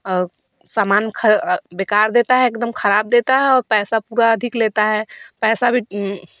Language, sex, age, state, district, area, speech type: Hindi, female, 30-45, Uttar Pradesh, Varanasi, rural, spontaneous